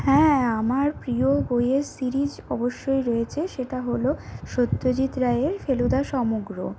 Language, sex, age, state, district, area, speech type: Bengali, other, 45-60, West Bengal, Purulia, rural, spontaneous